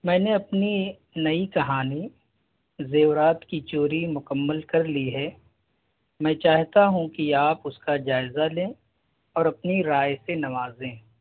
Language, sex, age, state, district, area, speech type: Urdu, male, 18-30, Delhi, North East Delhi, rural, conversation